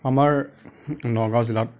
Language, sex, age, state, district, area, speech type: Assamese, male, 18-30, Assam, Nagaon, rural, spontaneous